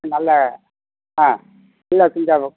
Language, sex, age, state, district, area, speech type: Tamil, male, 60+, Tamil Nadu, Tiruvarur, rural, conversation